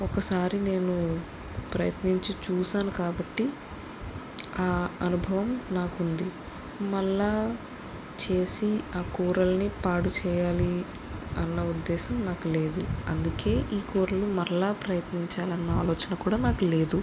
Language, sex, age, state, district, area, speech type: Telugu, female, 45-60, Andhra Pradesh, West Godavari, rural, spontaneous